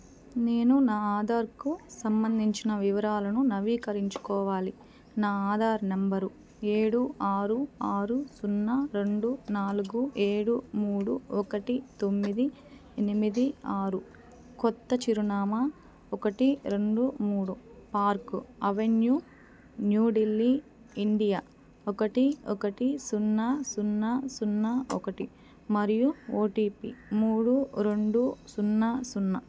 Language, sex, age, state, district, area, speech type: Telugu, female, 18-30, Andhra Pradesh, Eluru, urban, read